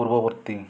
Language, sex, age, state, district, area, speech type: Odia, male, 45-60, Odisha, Kandhamal, rural, read